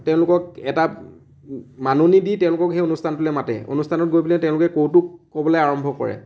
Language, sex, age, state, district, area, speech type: Assamese, male, 30-45, Assam, Dibrugarh, rural, spontaneous